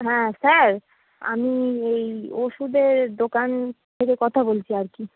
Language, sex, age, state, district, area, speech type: Bengali, female, 18-30, West Bengal, Darjeeling, urban, conversation